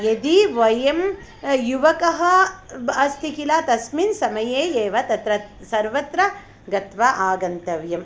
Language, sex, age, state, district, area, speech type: Sanskrit, female, 45-60, Karnataka, Hassan, rural, spontaneous